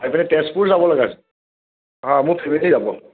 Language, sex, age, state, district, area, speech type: Assamese, male, 30-45, Assam, Nagaon, rural, conversation